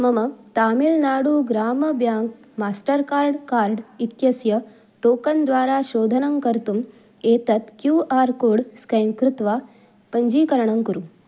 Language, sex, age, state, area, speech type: Sanskrit, female, 18-30, Goa, urban, read